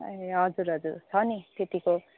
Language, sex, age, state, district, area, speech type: Nepali, female, 45-60, West Bengal, Jalpaiguri, rural, conversation